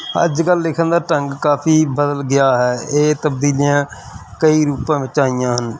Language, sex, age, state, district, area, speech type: Punjabi, male, 30-45, Punjab, Mansa, urban, spontaneous